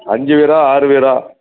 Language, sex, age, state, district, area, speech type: Tamil, male, 60+, Tamil Nadu, Thoothukudi, rural, conversation